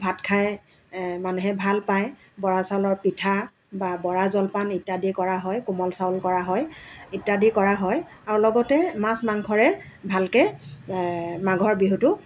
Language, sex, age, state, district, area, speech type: Assamese, female, 60+, Assam, Dibrugarh, rural, spontaneous